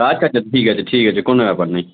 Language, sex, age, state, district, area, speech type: Bengali, male, 18-30, West Bengal, Malda, rural, conversation